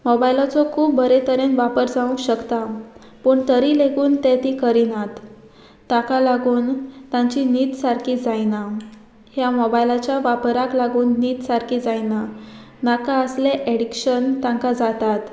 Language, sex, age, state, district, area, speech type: Goan Konkani, female, 18-30, Goa, Murmgao, rural, spontaneous